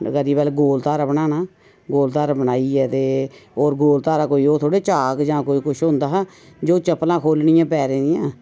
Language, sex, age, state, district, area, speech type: Dogri, female, 45-60, Jammu and Kashmir, Reasi, urban, spontaneous